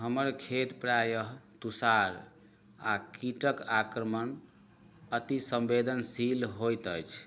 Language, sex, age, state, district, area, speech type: Maithili, male, 30-45, Bihar, Madhubani, rural, read